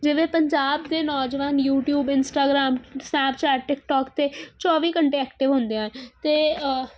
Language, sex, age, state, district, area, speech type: Punjabi, female, 18-30, Punjab, Kapurthala, urban, spontaneous